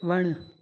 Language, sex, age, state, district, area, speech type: Sindhi, male, 18-30, Maharashtra, Thane, urban, read